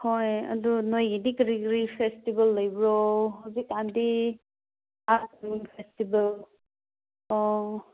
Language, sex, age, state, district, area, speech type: Manipuri, female, 18-30, Manipur, Kangpokpi, urban, conversation